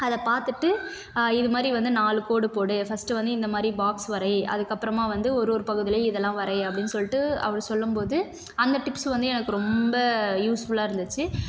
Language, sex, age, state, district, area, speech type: Tamil, female, 18-30, Tamil Nadu, Tiruvannamalai, urban, spontaneous